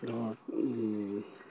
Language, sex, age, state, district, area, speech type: Assamese, male, 60+, Assam, Dibrugarh, rural, spontaneous